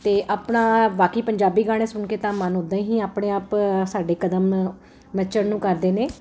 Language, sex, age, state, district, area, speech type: Punjabi, female, 45-60, Punjab, Ludhiana, urban, spontaneous